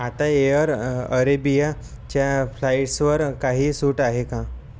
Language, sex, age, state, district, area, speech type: Marathi, male, 18-30, Maharashtra, Amravati, rural, read